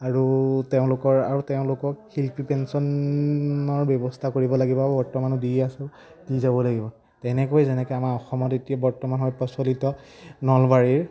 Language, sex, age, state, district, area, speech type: Assamese, male, 18-30, Assam, Majuli, urban, spontaneous